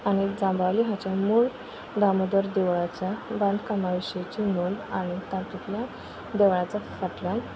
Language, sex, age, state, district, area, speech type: Goan Konkani, female, 30-45, Goa, Quepem, rural, spontaneous